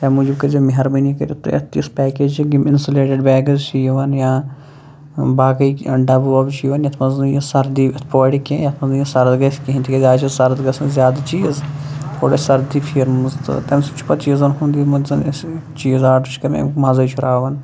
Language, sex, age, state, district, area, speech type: Kashmiri, male, 30-45, Jammu and Kashmir, Shopian, rural, spontaneous